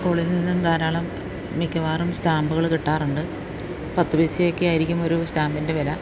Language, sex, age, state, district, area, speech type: Malayalam, female, 60+, Kerala, Idukki, rural, spontaneous